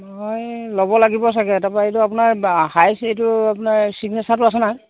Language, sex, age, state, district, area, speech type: Assamese, male, 30-45, Assam, Golaghat, rural, conversation